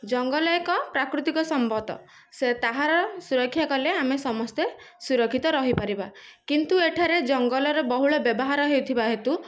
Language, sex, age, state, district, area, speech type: Odia, female, 18-30, Odisha, Nayagarh, rural, spontaneous